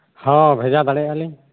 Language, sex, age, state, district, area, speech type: Santali, male, 60+, Jharkhand, Seraikela Kharsawan, rural, conversation